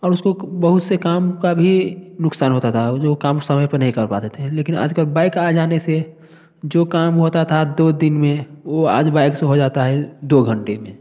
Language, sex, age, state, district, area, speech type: Hindi, male, 18-30, Bihar, Samastipur, rural, spontaneous